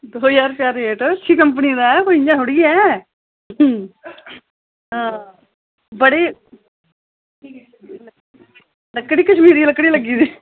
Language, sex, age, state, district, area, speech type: Dogri, female, 45-60, Jammu and Kashmir, Samba, urban, conversation